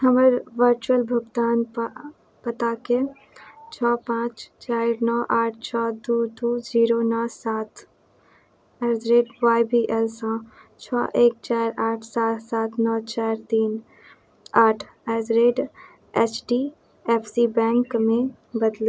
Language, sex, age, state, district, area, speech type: Maithili, female, 30-45, Bihar, Madhubani, rural, read